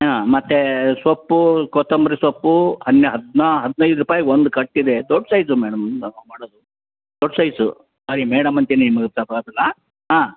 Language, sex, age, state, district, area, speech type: Kannada, male, 60+, Karnataka, Bellary, rural, conversation